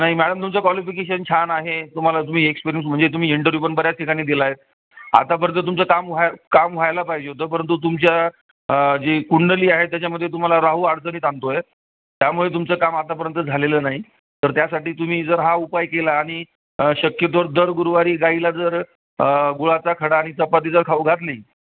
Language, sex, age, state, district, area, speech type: Marathi, male, 45-60, Maharashtra, Jalna, urban, conversation